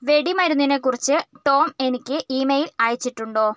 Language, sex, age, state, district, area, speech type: Malayalam, female, 45-60, Kerala, Wayanad, rural, read